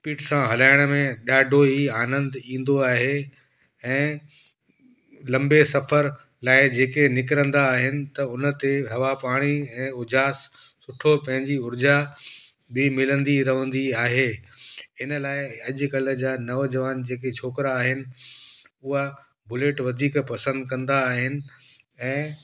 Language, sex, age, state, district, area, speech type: Sindhi, male, 18-30, Gujarat, Kutch, rural, spontaneous